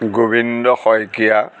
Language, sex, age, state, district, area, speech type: Assamese, male, 60+, Assam, Golaghat, urban, spontaneous